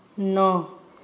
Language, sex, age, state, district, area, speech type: Odia, male, 18-30, Odisha, Kandhamal, rural, read